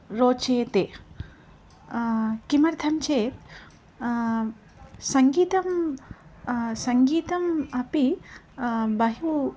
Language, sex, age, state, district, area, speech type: Sanskrit, female, 30-45, Andhra Pradesh, Krishna, urban, spontaneous